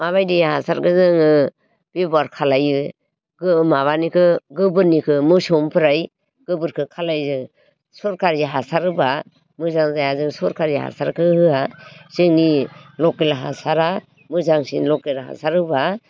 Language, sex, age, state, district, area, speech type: Bodo, female, 60+, Assam, Baksa, rural, spontaneous